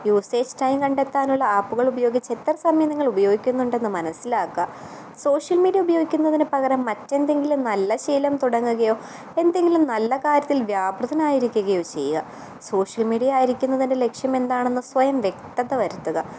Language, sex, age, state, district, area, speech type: Malayalam, female, 18-30, Kerala, Kottayam, rural, spontaneous